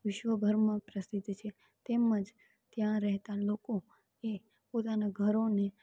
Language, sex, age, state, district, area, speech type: Gujarati, female, 18-30, Gujarat, Rajkot, rural, spontaneous